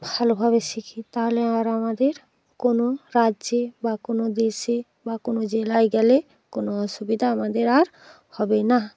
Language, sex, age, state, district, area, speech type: Bengali, female, 45-60, West Bengal, Hooghly, urban, spontaneous